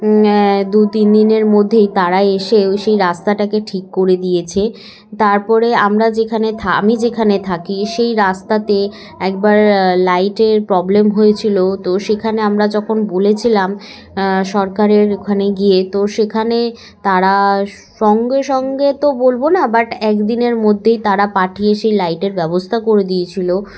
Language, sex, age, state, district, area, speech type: Bengali, female, 18-30, West Bengal, Hooghly, urban, spontaneous